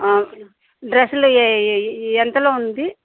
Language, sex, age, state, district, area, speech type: Telugu, female, 45-60, Andhra Pradesh, Bapatla, urban, conversation